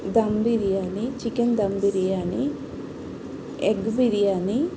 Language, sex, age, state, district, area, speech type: Telugu, female, 30-45, Andhra Pradesh, N T Rama Rao, urban, spontaneous